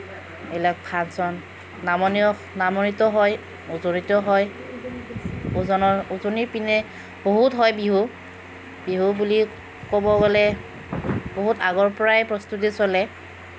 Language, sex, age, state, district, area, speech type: Assamese, female, 18-30, Assam, Kamrup Metropolitan, urban, spontaneous